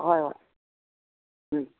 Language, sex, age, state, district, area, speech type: Manipuri, female, 60+, Manipur, Imphal East, rural, conversation